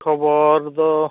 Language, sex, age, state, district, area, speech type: Santali, male, 45-60, Odisha, Mayurbhanj, rural, conversation